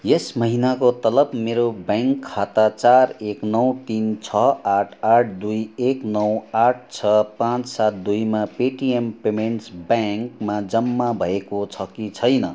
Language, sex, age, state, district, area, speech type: Nepali, male, 45-60, West Bengal, Kalimpong, rural, read